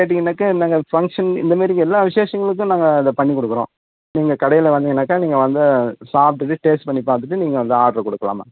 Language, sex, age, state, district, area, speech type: Tamil, male, 60+, Tamil Nadu, Tenkasi, urban, conversation